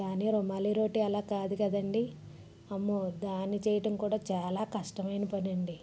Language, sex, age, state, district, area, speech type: Telugu, female, 30-45, Andhra Pradesh, Vizianagaram, urban, spontaneous